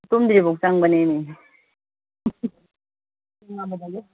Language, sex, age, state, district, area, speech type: Manipuri, female, 45-60, Manipur, Imphal East, rural, conversation